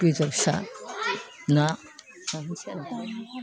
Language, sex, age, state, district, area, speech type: Bodo, female, 60+, Assam, Udalguri, rural, spontaneous